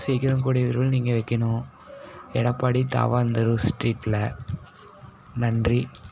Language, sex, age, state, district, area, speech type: Tamil, male, 18-30, Tamil Nadu, Salem, rural, spontaneous